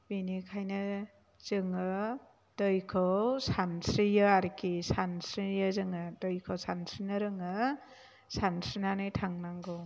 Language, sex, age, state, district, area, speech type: Bodo, female, 45-60, Assam, Chirang, rural, spontaneous